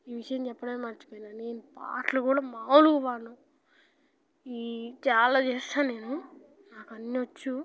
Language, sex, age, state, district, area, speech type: Telugu, male, 18-30, Telangana, Nalgonda, rural, spontaneous